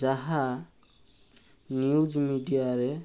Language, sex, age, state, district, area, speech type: Odia, male, 18-30, Odisha, Balasore, rural, spontaneous